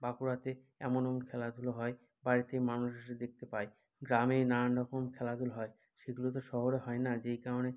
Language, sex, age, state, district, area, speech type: Bengali, male, 45-60, West Bengal, Bankura, urban, spontaneous